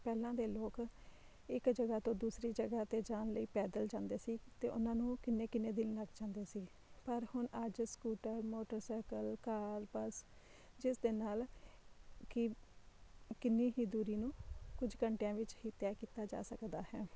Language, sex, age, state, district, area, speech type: Punjabi, female, 30-45, Punjab, Shaheed Bhagat Singh Nagar, urban, spontaneous